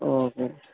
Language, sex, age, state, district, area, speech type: Malayalam, male, 18-30, Kerala, Idukki, rural, conversation